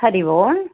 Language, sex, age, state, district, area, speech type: Sanskrit, female, 45-60, Karnataka, Hassan, rural, conversation